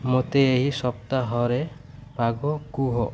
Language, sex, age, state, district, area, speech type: Odia, male, 30-45, Odisha, Malkangiri, urban, read